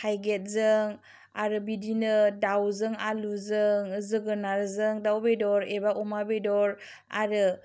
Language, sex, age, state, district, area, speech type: Bodo, female, 30-45, Assam, Chirang, rural, spontaneous